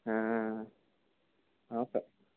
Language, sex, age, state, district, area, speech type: Telugu, male, 18-30, Andhra Pradesh, Kakinada, rural, conversation